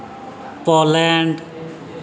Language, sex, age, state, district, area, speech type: Santali, male, 30-45, Jharkhand, East Singhbhum, rural, spontaneous